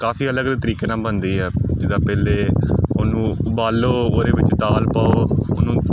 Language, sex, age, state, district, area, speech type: Punjabi, male, 30-45, Punjab, Amritsar, urban, spontaneous